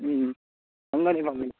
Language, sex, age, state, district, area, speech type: Manipuri, male, 18-30, Manipur, Churachandpur, rural, conversation